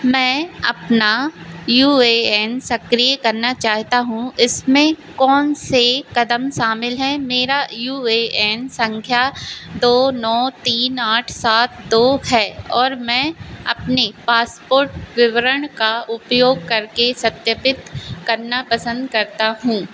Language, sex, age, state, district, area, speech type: Hindi, female, 18-30, Madhya Pradesh, Narsinghpur, urban, read